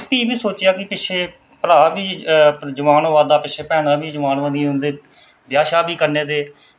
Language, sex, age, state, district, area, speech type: Dogri, male, 30-45, Jammu and Kashmir, Reasi, rural, spontaneous